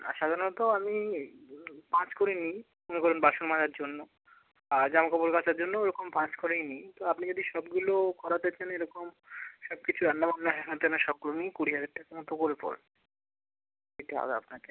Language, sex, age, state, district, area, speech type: Bengali, male, 30-45, West Bengal, Hooghly, urban, conversation